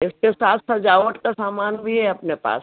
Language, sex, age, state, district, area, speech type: Hindi, female, 60+, Madhya Pradesh, Ujjain, urban, conversation